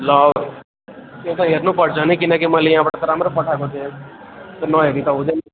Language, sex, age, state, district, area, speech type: Nepali, male, 18-30, West Bengal, Jalpaiguri, rural, conversation